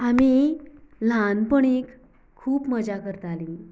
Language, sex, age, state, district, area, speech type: Goan Konkani, female, 18-30, Goa, Canacona, rural, spontaneous